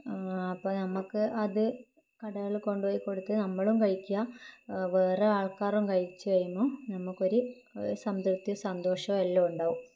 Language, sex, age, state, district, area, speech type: Malayalam, female, 30-45, Kerala, Kannur, rural, spontaneous